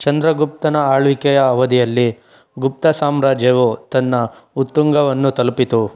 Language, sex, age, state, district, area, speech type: Kannada, male, 45-60, Karnataka, Chikkaballapur, rural, read